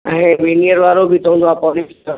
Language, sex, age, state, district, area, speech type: Sindhi, male, 60+, Gujarat, Kutch, rural, conversation